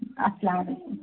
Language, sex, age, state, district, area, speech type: Kashmiri, female, 18-30, Jammu and Kashmir, Pulwama, urban, conversation